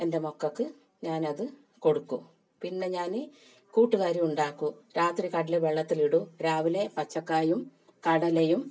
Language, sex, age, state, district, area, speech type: Malayalam, female, 45-60, Kerala, Kasaragod, rural, spontaneous